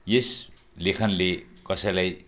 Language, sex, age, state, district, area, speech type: Nepali, male, 60+, West Bengal, Jalpaiguri, rural, spontaneous